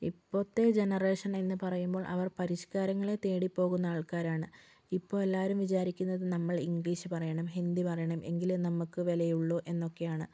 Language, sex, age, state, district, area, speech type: Malayalam, female, 18-30, Kerala, Kozhikode, urban, spontaneous